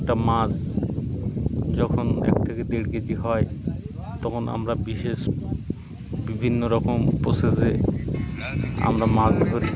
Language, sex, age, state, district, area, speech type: Bengali, male, 30-45, West Bengal, Birbhum, urban, spontaneous